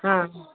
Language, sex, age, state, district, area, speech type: Malayalam, female, 60+, Kerala, Kollam, rural, conversation